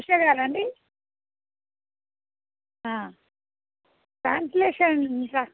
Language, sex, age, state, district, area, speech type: Telugu, female, 30-45, Telangana, Mancherial, rural, conversation